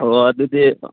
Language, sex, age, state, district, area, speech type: Manipuri, male, 30-45, Manipur, Churachandpur, rural, conversation